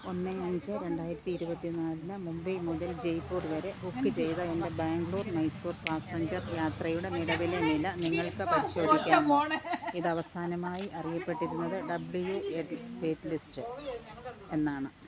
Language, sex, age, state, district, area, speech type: Malayalam, female, 45-60, Kerala, Pathanamthitta, rural, read